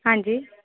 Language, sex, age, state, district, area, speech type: Punjabi, female, 30-45, Punjab, Pathankot, rural, conversation